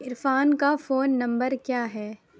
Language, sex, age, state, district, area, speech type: Urdu, female, 30-45, Uttar Pradesh, Lucknow, rural, read